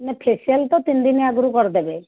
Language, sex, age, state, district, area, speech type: Odia, female, 60+, Odisha, Jajpur, rural, conversation